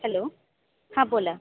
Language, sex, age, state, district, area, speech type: Marathi, female, 18-30, Maharashtra, Satara, rural, conversation